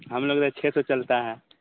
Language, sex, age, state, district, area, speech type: Urdu, male, 18-30, Bihar, Saharsa, rural, conversation